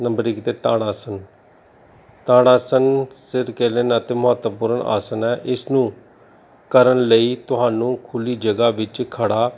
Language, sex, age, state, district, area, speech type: Punjabi, male, 30-45, Punjab, Gurdaspur, rural, spontaneous